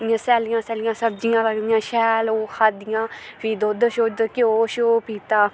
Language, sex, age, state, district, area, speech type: Dogri, female, 18-30, Jammu and Kashmir, Udhampur, rural, spontaneous